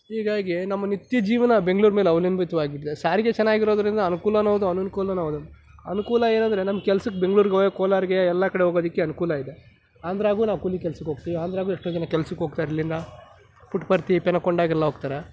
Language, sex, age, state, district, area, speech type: Kannada, male, 30-45, Karnataka, Chikkaballapur, rural, spontaneous